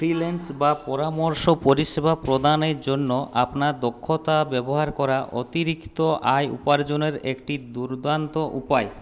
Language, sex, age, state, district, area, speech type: Bengali, male, 30-45, West Bengal, Purulia, rural, read